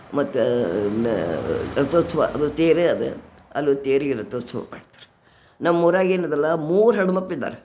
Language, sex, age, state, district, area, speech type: Kannada, female, 60+, Karnataka, Gadag, rural, spontaneous